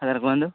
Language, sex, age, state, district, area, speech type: Odia, male, 30-45, Odisha, Sambalpur, rural, conversation